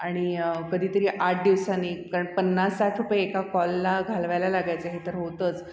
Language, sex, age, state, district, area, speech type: Marathi, female, 60+, Maharashtra, Mumbai Suburban, urban, spontaneous